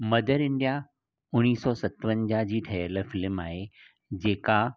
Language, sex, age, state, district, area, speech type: Sindhi, male, 60+, Maharashtra, Mumbai Suburban, urban, spontaneous